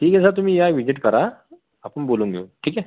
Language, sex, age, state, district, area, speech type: Marathi, male, 30-45, Maharashtra, Buldhana, urban, conversation